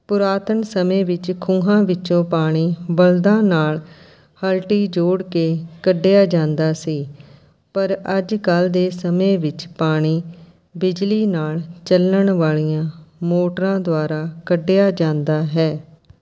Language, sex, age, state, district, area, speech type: Punjabi, female, 60+, Punjab, Mohali, urban, spontaneous